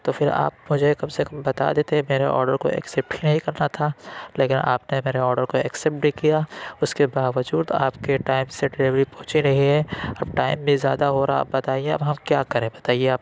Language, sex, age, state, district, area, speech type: Urdu, male, 30-45, Uttar Pradesh, Lucknow, rural, spontaneous